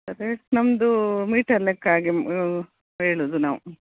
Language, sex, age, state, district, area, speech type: Kannada, female, 60+, Karnataka, Udupi, rural, conversation